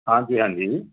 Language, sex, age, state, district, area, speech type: Punjabi, male, 45-60, Punjab, Moga, rural, conversation